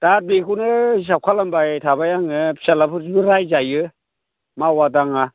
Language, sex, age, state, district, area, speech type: Bodo, male, 45-60, Assam, Chirang, rural, conversation